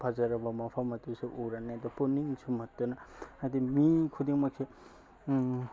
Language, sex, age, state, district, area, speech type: Manipuri, male, 18-30, Manipur, Tengnoupal, urban, spontaneous